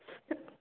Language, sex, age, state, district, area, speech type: Tamil, female, 18-30, Tamil Nadu, Salem, urban, conversation